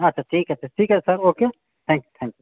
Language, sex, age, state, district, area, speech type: Bengali, male, 45-60, West Bengal, Howrah, urban, conversation